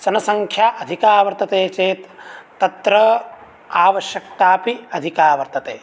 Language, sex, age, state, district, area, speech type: Sanskrit, male, 18-30, Bihar, Begusarai, rural, spontaneous